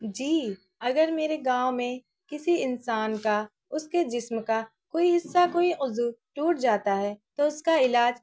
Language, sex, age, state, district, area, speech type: Urdu, female, 18-30, Bihar, Araria, rural, spontaneous